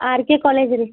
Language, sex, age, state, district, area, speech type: Kannada, female, 18-30, Karnataka, Bidar, urban, conversation